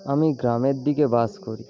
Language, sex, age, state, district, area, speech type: Bengali, male, 18-30, West Bengal, Paschim Medinipur, rural, spontaneous